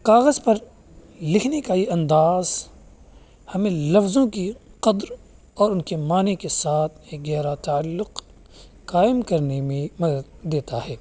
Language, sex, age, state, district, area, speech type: Urdu, male, 18-30, Uttar Pradesh, Muzaffarnagar, urban, spontaneous